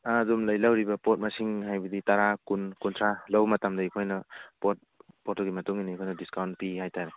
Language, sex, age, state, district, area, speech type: Manipuri, male, 45-60, Manipur, Churachandpur, rural, conversation